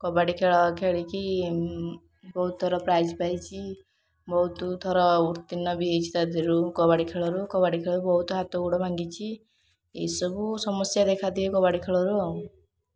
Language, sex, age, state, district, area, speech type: Odia, female, 18-30, Odisha, Puri, urban, spontaneous